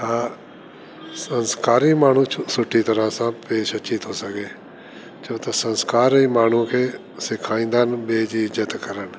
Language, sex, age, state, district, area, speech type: Sindhi, male, 60+, Delhi, South Delhi, urban, spontaneous